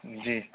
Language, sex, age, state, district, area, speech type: Urdu, male, 18-30, Uttar Pradesh, Saharanpur, urban, conversation